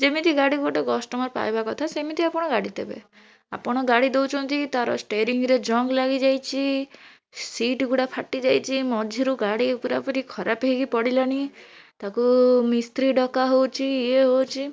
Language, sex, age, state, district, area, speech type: Odia, female, 30-45, Odisha, Bhadrak, rural, spontaneous